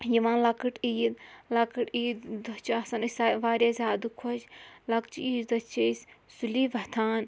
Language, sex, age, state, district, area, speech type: Kashmiri, female, 30-45, Jammu and Kashmir, Shopian, rural, spontaneous